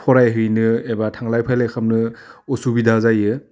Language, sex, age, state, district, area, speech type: Bodo, male, 30-45, Assam, Udalguri, urban, spontaneous